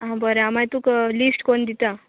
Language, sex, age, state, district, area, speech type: Goan Konkani, female, 18-30, Goa, Murmgao, urban, conversation